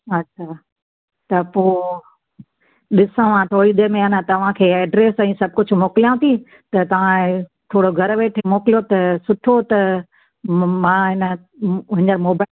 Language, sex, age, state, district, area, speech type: Sindhi, female, 45-60, Gujarat, Kutch, urban, conversation